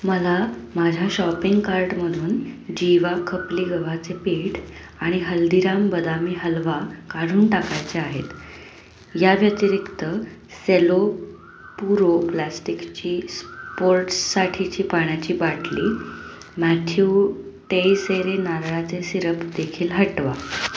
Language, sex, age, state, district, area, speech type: Marathi, female, 18-30, Maharashtra, Pune, urban, read